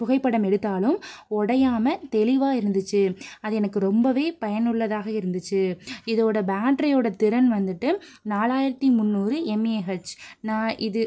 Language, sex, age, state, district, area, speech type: Tamil, female, 18-30, Tamil Nadu, Pudukkottai, rural, spontaneous